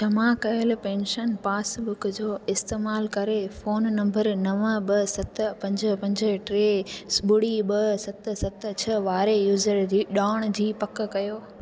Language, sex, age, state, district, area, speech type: Sindhi, female, 18-30, Gujarat, Junagadh, urban, read